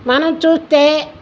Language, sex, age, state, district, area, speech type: Telugu, female, 60+, Andhra Pradesh, Guntur, rural, spontaneous